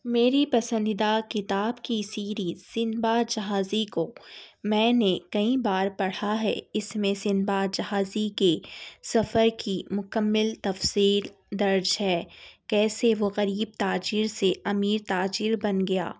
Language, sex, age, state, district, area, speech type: Urdu, female, 18-30, Telangana, Hyderabad, urban, spontaneous